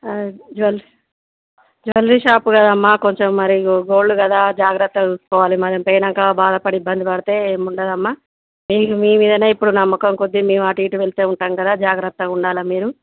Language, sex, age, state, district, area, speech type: Telugu, female, 30-45, Telangana, Jagtial, rural, conversation